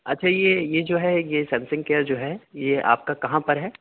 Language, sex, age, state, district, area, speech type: Urdu, male, 18-30, Delhi, South Delhi, urban, conversation